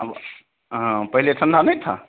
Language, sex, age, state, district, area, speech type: Hindi, male, 30-45, Bihar, Begusarai, urban, conversation